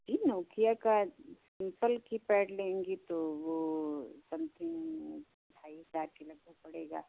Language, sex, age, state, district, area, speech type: Hindi, female, 60+, Uttar Pradesh, Sitapur, rural, conversation